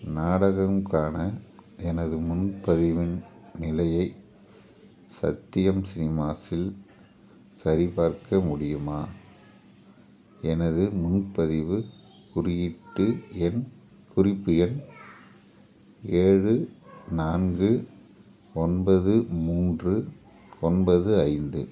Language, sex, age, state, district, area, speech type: Tamil, male, 30-45, Tamil Nadu, Tiruchirappalli, rural, read